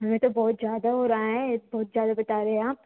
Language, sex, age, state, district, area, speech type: Hindi, female, 18-30, Madhya Pradesh, Betul, rural, conversation